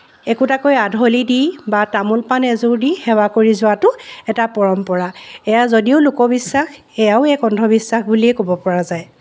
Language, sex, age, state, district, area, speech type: Assamese, female, 45-60, Assam, Charaideo, urban, spontaneous